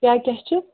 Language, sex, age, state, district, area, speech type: Kashmiri, female, 30-45, Jammu and Kashmir, Ganderbal, rural, conversation